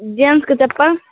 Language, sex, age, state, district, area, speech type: Maithili, female, 18-30, Bihar, Begusarai, rural, conversation